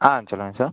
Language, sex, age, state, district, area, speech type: Tamil, male, 18-30, Tamil Nadu, Pudukkottai, rural, conversation